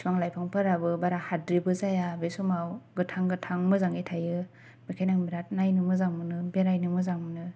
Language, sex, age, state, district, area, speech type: Bodo, female, 18-30, Assam, Kokrajhar, rural, spontaneous